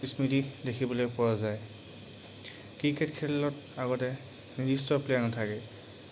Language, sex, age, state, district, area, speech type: Assamese, male, 45-60, Assam, Charaideo, rural, spontaneous